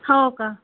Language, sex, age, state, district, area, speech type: Marathi, female, 30-45, Maharashtra, Thane, urban, conversation